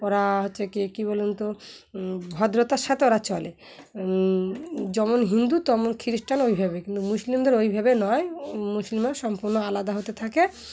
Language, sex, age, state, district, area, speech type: Bengali, female, 30-45, West Bengal, Dakshin Dinajpur, urban, spontaneous